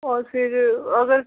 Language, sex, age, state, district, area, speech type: Hindi, female, 18-30, Rajasthan, Karauli, rural, conversation